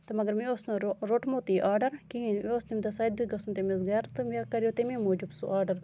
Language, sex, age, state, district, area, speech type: Kashmiri, female, 30-45, Jammu and Kashmir, Baramulla, rural, spontaneous